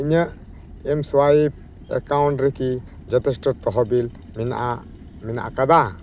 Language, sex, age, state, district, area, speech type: Santali, male, 45-60, West Bengal, Dakshin Dinajpur, rural, read